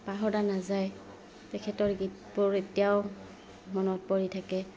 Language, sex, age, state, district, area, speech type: Assamese, female, 30-45, Assam, Goalpara, rural, spontaneous